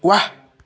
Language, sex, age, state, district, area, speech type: Assamese, male, 18-30, Assam, Tinsukia, urban, read